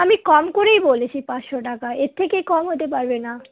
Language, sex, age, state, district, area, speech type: Bengali, female, 18-30, West Bengal, Hooghly, urban, conversation